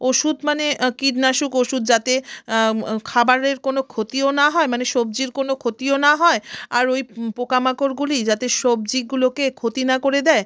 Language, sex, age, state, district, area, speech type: Bengali, female, 45-60, West Bengal, South 24 Parganas, rural, spontaneous